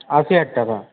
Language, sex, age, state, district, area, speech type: Bengali, male, 45-60, West Bengal, Purba Medinipur, rural, conversation